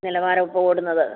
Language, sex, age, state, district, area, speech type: Malayalam, female, 60+, Kerala, Kottayam, rural, conversation